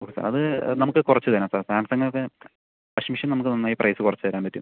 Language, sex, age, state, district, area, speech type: Malayalam, male, 18-30, Kerala, Palakkad, rural, conversation